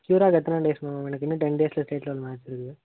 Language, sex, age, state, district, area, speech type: Tamil, male, 18-30, Tamil Nadu, Nagapattinam, rural, conversation